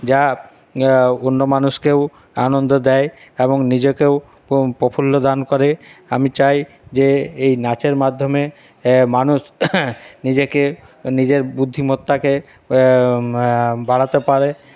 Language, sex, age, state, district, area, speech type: Bengali, male, 30-45, West Bengal, Paschim Bardhaman, urban, spontaneous